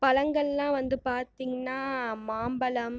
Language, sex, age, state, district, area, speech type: Tamil, female, 18-30, Tamil Nadu, Tiruchirappalli, rural, spontaneous